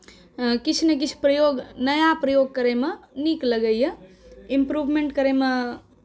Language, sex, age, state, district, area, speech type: Maithili, female, 18-30, Bihar, Saharsa, rural, spontaneous